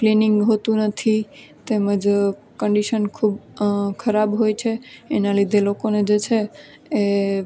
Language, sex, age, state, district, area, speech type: Gujarati, female, 18-30, Gujarat, Junagadh, urban, spontaneous